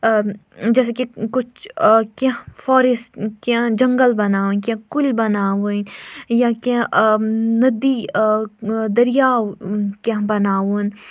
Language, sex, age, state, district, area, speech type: Kashmiri, female, 18-30, Jammu and Kashmir, Kulgam, urban, spontaneous